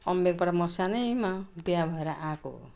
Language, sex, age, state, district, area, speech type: Nepali, female, 60+, West Bengal, Jalpaiguri, rural, spontaneous